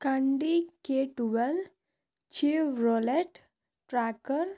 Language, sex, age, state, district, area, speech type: Telugu, female, 18-30, Andhra Pradesh, Sri Satya Sai, urban, spontaneous